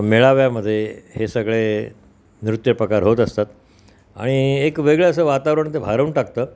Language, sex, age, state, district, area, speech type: Marathi, male, 60+, Maharashtra, Mumbai Suburban, urban, spontaneous